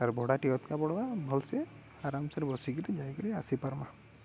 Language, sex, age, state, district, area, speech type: Odia, male, 30-45, Odisha, Balangir, urban, spontaneous